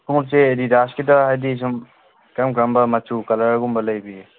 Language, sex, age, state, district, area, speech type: Manipuri, male, 18-30, Manipur, Kangpokpi, urban, conversation